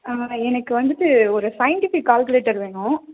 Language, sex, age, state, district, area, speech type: Tamil, female, 30-45, Tamil Nadu, Thanjavur, urban, conversation